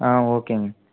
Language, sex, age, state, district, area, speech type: Tamil, female, 30-45, Tamil Nadu, Krishnagiri, rural, conversation